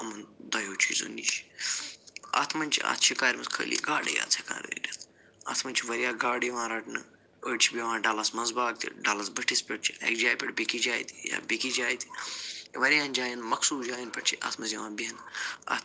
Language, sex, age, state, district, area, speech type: Kashmiri, male, 45-60, Jammu and Kashmir, Budgam, urban, spontaneous